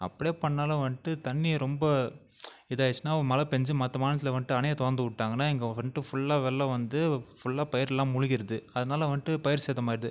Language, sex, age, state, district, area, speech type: Tamil, male, 30-45, Tamil Nadu, Viluppuram, urban, spontaneous